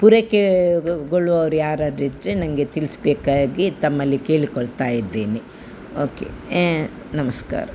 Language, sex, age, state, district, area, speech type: Kannada, female, 60+, Karnataka, Udupi, rural, spontaneous